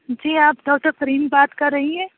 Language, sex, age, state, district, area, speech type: Urdu, female, 30-45, Uttar Pradesh, Aligarh, rural, conversation